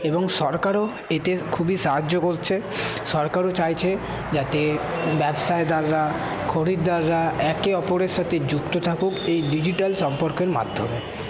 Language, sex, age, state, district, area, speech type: Bengali, male, 18-30, West Bengal, Paschim Bardhaman, rural, spontaneous